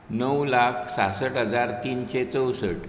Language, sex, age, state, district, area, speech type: Goan Konkani, male, 60+, Goa, Bardez, rural, spontaneous